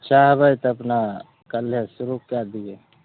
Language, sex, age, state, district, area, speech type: Maithili, male, 18-30, Bihar, Begusarai, rural, conversation